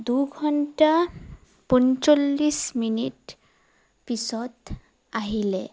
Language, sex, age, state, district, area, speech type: Assamese, female, 30-45, Assam, Sonitpur, rural, spontaneous